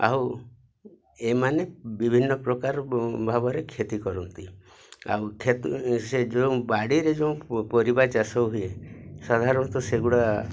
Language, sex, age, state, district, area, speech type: Odia, male, 60+, Odisha, Mayurbhanj, rural, spontaneous